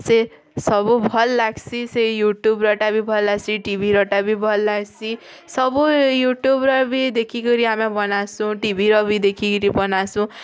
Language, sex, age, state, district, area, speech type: Odia, female, 18-30, Odisha, Bargarh, urban, spontaneous